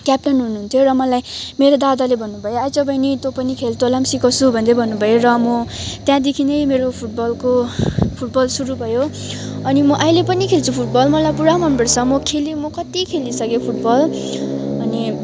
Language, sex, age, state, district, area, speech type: Nepali, female, 18-30, West Bengal, Kalimpong, rural, spontaneous